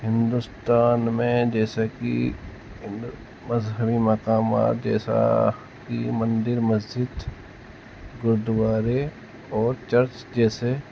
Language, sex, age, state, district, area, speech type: Urdu, male, 45-60, Uttar Pradesh, Muzaffarnagar, urban, spontaneous